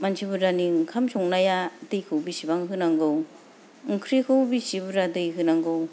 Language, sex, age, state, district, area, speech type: Bodo, female, 30-45, Assam, Kokrajhar, rural, spontaneous